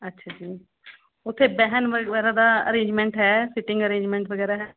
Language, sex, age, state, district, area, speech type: Punjabi, female, 30-45, Punjab, Rupnagar, urban, conversation